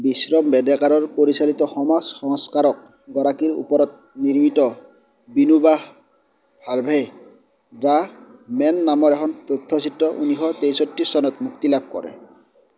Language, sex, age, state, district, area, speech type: Assamese, male, 18-30, Assam, Darrang, rural, read